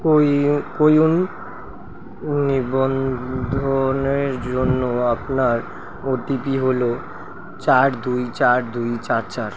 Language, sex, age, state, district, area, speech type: Bengali, male, 30-45, West Bengal, Kolkata, urban, read